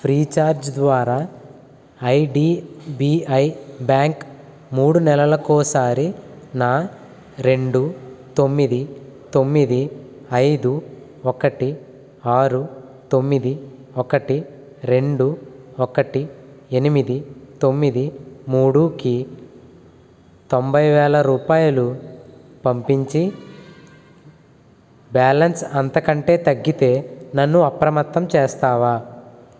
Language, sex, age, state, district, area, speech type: Telugu, male, 18-30, Andhra Pradesh, Eluru, rural, read